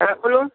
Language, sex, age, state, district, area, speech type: Bengali, male, 60+, West Bengal, Dakshin Dinajpur, rural, conversation